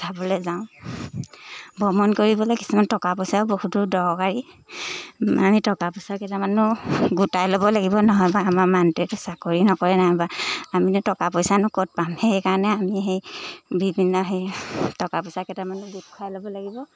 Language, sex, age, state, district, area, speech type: Assamese, female, 18-30, Assam, Lakhimpur, urban, spontaneous